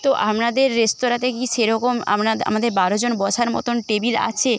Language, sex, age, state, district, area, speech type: Bengali, female, 18-30, West Bengal, Paschim Medinipur, rural, spontaneous